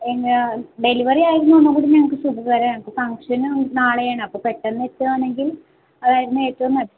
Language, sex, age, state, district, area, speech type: Malayalam, female, 18-30, Kerala, Palakkad, rural, conversation